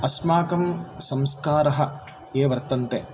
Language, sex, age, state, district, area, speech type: Sanskrit, male, 30-45, Karnataka, Davanagere, urban, spontaneous